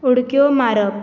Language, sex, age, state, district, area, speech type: Goan Konkani, female, 18-30, Goa, Bardez, urban, read